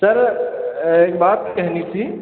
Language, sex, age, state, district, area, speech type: Hindi, male, 30-45, Uttar Pradesh, Sitapur, rural, conversation